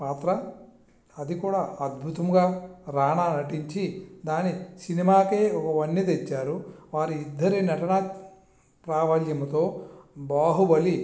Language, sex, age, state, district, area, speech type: Telugu, male, 45-60, Andhra Pradesh, Visakhapatnam, rural, spontaneous